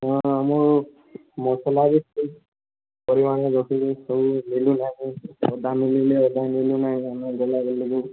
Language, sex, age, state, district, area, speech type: Odia, male, 18-30, Odisha, Boudh, rural, conversation